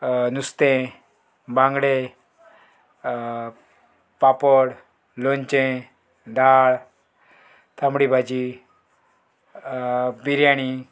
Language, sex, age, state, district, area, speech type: Goan Konkani, male, 45-60, Goa, Murmgao, rural, spontaneous